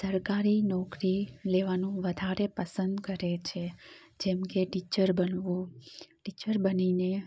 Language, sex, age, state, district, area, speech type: Gujarati, female, 30-45, Gujarat, Amreli, rural, spontaneous